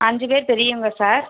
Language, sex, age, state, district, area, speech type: Tamil, female, 30-45, Tamil Nadu, Pudukkottai, rural, conversation